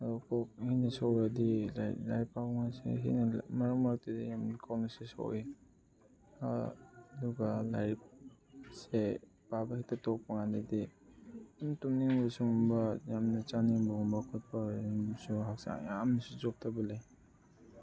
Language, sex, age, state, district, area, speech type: Manipuri, male, 18-30, Manipur, Chandel, rural, spontaneous